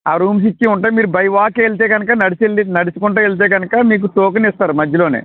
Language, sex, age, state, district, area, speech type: Telugu, male, 45-60, Andhra Pradesh, West Godavari, rural, conversation